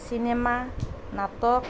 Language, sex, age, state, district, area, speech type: Assamese, female, 45-60, Assam, Nalbari, rural, spontaneous